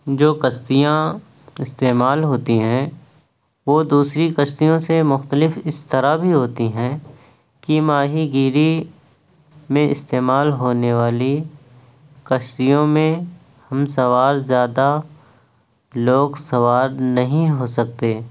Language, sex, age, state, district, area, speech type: Urdu, male, 18-30, Uttar Pradesh, Ghaziabad, urban, spontaneous